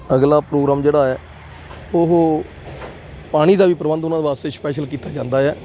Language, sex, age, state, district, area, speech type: Punjabi, male, 60+, Punjab, Rupnagar, rural, spontaneous